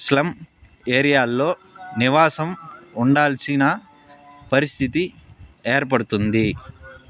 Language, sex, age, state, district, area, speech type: Telugu, male, 18-30, Andhra Pradesh, Sri Balaji, rural, spontaneous